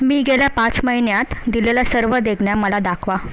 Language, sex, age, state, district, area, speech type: Marathi, female, 18-30, Maharashtra, Thane, urban, read